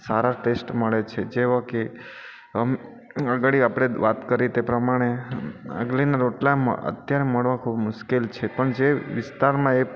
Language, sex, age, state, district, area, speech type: Gujarati, male, 30-45, Gujarat, Surat, urban, spontaneous